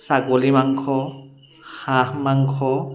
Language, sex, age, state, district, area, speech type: Assamese, male, 30-45, Assam, Sivasagar, urban, spontaneous